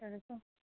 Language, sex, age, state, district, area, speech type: Nepali, female, 30-45, West Bengal, Kalimpong, rural, conversation